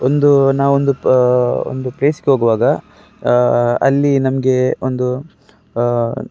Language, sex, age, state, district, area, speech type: Kannada, male, 30-45, Karnataka, Dakshina Kannada, rural, spontaneous